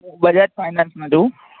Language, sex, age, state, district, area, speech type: Gujarati, male, 18-30, Gujarat, Ahmedabad, urban, conversation